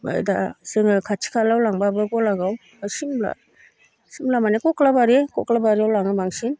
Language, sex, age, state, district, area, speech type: Bodo, female, 60+, Assam, Baksa, rural, spontaneous